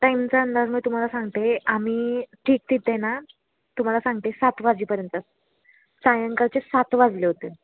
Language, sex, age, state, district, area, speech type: Marathi, female, 18-30, Maharashtra, Satara, rural, conversation